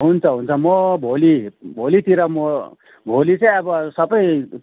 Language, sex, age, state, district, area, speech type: Nepali, male, 45-60, West Bengal, Kalimpong, rural, conversation